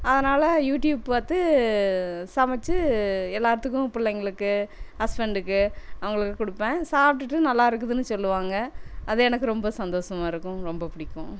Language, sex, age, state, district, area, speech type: Tamil, female, 45-60, Tamil Nadu, Erode, rural, spontaneous